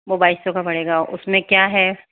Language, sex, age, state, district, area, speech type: Hindi, female, 30-45, Rajasthan, Jaipur, urban, conversation